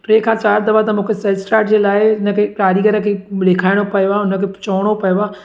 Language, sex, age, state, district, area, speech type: Sindhi, female, 30-45, Gujarat, Surat, urban, spontaneous